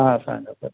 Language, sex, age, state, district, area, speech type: Marathi, male, 45-60, Maharashtra, Osmanabad, rural, conversation